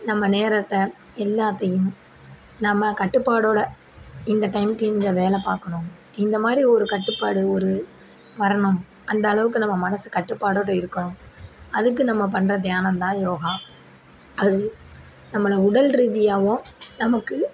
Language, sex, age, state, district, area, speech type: Tamil, female, 30-45, Tamil Nadu, Perambalur, rural, spontaneous